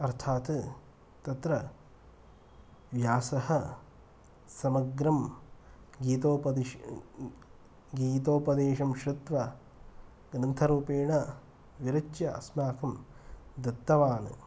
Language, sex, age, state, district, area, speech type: Sanskrit, male, 30-45, Karnataka, Kolar, rural, spontaneous